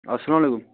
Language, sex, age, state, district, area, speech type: Kashmiri, male, 30-45, Jammu and Kashmir, Budgam, rural, conversation